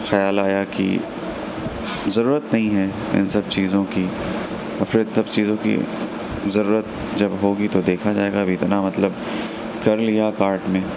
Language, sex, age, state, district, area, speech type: Urdu, male, 18-30, Uttar Pradesh, Mau, urban, spontaneous